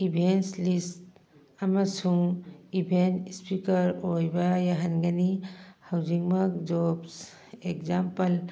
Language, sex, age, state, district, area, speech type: Manipuri, female, 45-60, Manipur, Churachandpur, urban, read